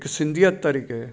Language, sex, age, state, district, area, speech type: Sindhi, male, 60+, Gujarat, Junagadh, rural, spontaneous